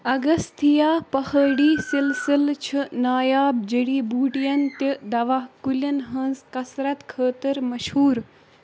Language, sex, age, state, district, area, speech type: Kashmiri, female, 30-45, Jammu and Kashmir, Baramulla, rural, read